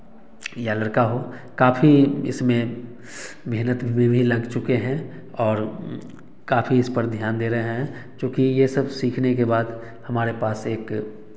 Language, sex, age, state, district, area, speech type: Hindi, male, 30-45, Bihar, Samastipur, rural, spontaneous